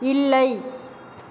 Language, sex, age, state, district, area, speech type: Tamil, female, 60+, Tamil Nadu, Cuddalore, rural, read